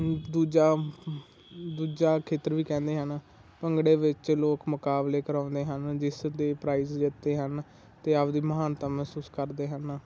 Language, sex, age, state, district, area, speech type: Punjabi, male, 18-30, Punjab, Muktsar, rural, spontaneous